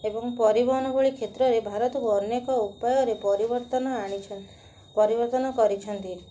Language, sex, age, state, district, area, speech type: Odia, female, 30-45, Odisha, Cuttack, urban, spontaneous